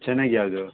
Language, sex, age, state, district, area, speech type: Kannada, male, 30-45, Karnataka, Shimoga, rural, conversation